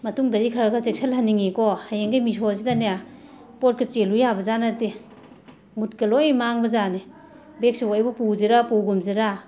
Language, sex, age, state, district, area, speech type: Manipuri, female, 45-60, Manipur, Imphal West, urban, spontaneous